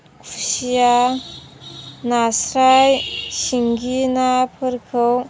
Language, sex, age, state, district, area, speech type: Bodo, female, 18-30, Assam, Chirang, rural, spontaneous